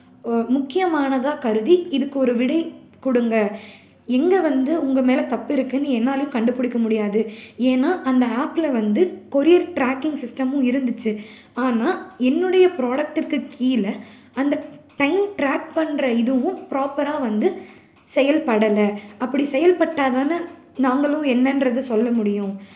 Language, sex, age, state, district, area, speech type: Tamil, female, 18-30, Tamil Nadu, Salem, urban, spontaneous